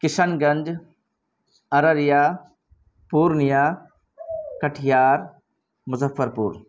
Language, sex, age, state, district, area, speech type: Urdu, male, 18-30, Bihar, Purnia, rural, spontaneous